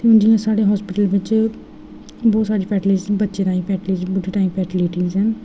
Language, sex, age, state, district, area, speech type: Dogri, female, 18-30, Jammu and Kashmir, Jammu, rural, spontaneous